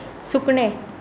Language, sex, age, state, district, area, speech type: Goan Konkani, female, 18-30, Goa, Tiswadi, rural, read